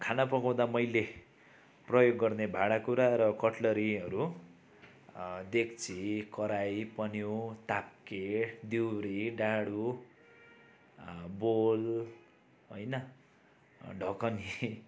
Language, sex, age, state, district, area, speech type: Nepali, male, 30-45, West Bengal, Darjeeling, rural, spontaneous